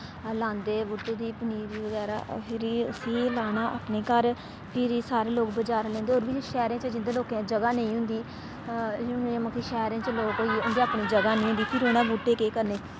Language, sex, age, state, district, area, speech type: Dogri, female, 18-30, Jammu and Kashmir, Samba, rural, spontaneous